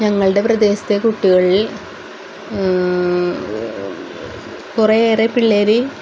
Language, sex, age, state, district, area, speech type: Malayalam, female, 45-60, Kerala, Wayanad, rural, spontaneous